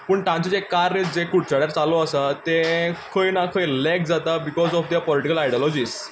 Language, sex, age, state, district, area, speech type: Goan Konkani, male, 18-30, Goa, Quepem, rural, spontaneous